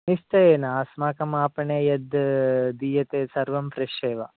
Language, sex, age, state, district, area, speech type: Sanskrit, male, 30-45, Kerala, Kasaragod, rural, conversation